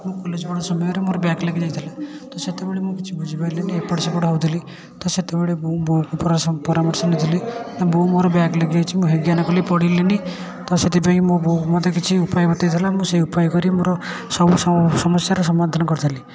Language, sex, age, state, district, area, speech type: Odia, male, 18-30, Odisha, Puri, urban, spontaneous